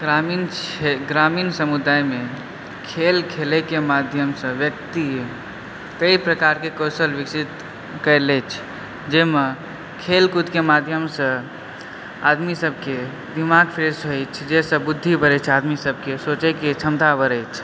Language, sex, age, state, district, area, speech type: Maithili, male, 18-30, Bihar, Supaul, rural, spontaneous